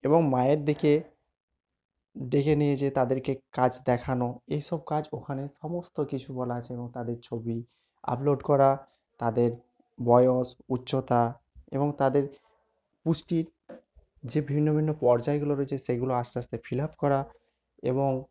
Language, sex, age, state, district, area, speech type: Bengali, male, 45-60, West Bengal, Nadia, rural, spontaneous